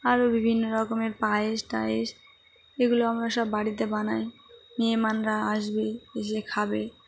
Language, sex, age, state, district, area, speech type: Bengali, female, 18-30, West Bengal, Dakshin Dinajpur, urban, spontaneous